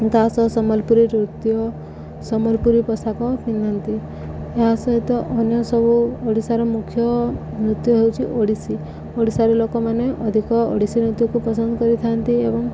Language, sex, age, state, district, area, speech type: Odia, female, 18-30, Odisha, Subarnapur, urban, spontaneous